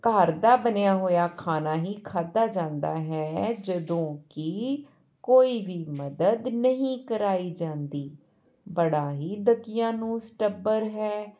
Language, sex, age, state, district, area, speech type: Punjabi, female, 45-60, Punjab, Ludhiana, rural, spontaneous